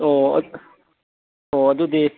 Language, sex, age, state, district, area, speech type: Manipuri, male, 60+, Manipur, Imphal East, rural, conversation